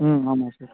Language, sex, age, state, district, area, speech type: Tamil, male, 18-30, Tamil Nadu, Tiruvannamalai, urban, conversation